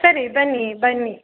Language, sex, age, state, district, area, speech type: Kannada, female, 30-45, Karnataka, Uttara Kannada, rural, conversation